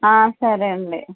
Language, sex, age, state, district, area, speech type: Telugu, female, 45-60, Andhra Pradesh, West Godavari, rural, conversation